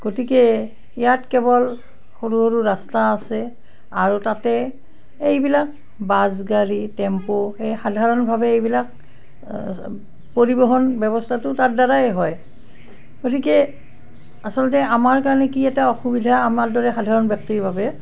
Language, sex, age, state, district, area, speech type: Assamese, female, 60+, Assam, Barpeta, rural, spontaneous